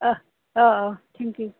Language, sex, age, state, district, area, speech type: Assamese, female, 30-45, Assam, Nalbari, rural, conversation